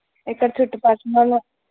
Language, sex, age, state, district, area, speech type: Telugu, female, 30-45, Andhra Pradesh, Eluru, urban, conversation